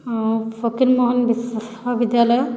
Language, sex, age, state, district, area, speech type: Odia, female, 18-30, Odisha, Bargarh, urban, spontaneous